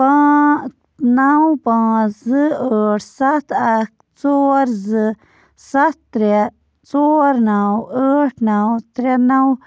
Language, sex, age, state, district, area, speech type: Kashmiri, female, 60+, Jammu and Kashmir, Budgam, rural, read